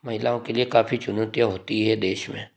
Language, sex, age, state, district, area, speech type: Hindi, male, 30-45, Madhya Pradesh, Ujjain, rural, spontaneous